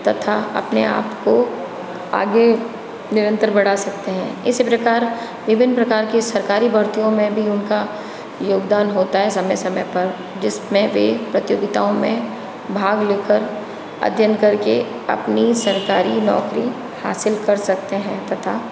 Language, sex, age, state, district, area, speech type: Hindi, female, 60+, Rajasthan, Jodhpur, urban, spontaneous